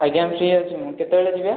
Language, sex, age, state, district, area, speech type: Odia, male, 18-30, Odisha, Khordha, rural, conversation